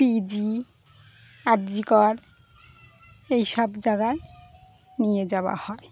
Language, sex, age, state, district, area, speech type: Bengali, female, 30-45, West Bengal, Birbhum, urban, spontaneous